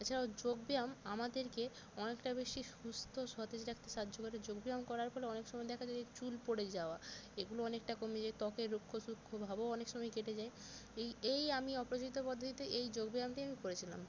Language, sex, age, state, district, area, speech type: Bengali, female, 18-30, West Bengal, Jalpaiguri, rural, spontaneous